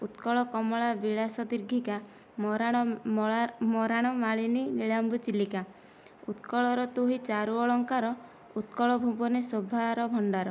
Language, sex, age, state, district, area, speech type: Odia, female, 18-30, Odisha, Nayagarh, rural, spontaneous